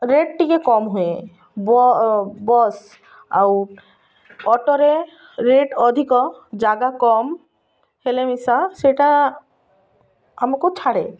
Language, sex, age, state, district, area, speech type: Odia, female, 45-60, Odisha, Malkangiri, urban, spontaneous